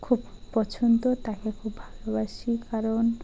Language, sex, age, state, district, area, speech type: Bengali, female, 30-45, West Bengal, Dakshin Dinajpur, urban, spontaneous